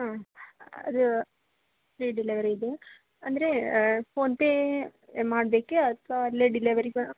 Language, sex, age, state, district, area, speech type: Kannada, female, 18-30, Karnataka, Gadag, urban, conversation